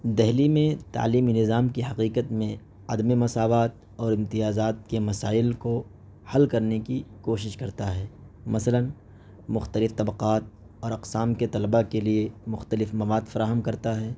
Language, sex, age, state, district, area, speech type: Urdu, male, 18-30, Delhi, East Delhi, urban, spontaneous